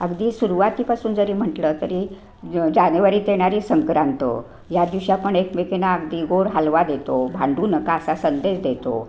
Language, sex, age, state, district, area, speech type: Marathi, female, 60+, Maharashtra, Sangli, urban, spontaneous